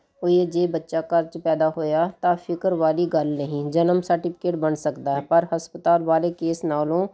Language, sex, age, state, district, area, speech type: Punjabi, female, 45-60, Punjab, Ludhiana, urban, spontaneous